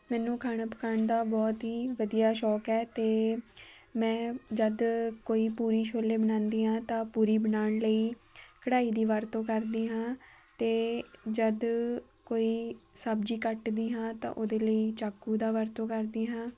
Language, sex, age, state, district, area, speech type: Punjabi, female, 18-30, Punjab, Shaheed Bhagat Singh Nagar, rural, spontaneous